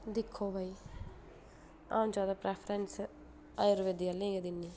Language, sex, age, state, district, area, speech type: Dogri, female, 30-45, Jammu and Kashmir, Udhampur, rural, spontaneous